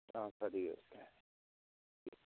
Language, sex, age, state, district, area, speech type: Hindi, male, 18-30, Rajasthan, Nagaur, rural, conversation